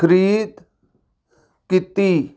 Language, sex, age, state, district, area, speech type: Punjabi, male, 45-60, Punjab, Fazilka, rural, read